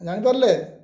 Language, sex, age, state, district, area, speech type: Odia, male, 45-60, Odisha, Mayurbhanj, rural, spontaneous